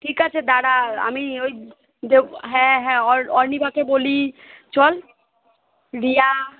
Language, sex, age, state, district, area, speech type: Bengali, female, 30-45, West Bengal, Kolkata, urban, conversation